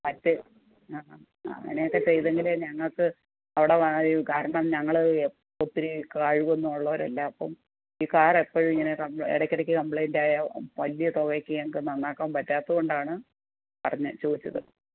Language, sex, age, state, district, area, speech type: Malayalam, female, 60+, Kerala, Kottayam, rural, conversation